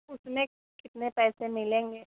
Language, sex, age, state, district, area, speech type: Hindi, female, 30-45, Uttar Pradesh, Jaunpur, rural, conversation